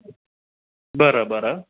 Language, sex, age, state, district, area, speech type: Marathi, male, 18-30, Maharashtra, Jalna, urban, conversation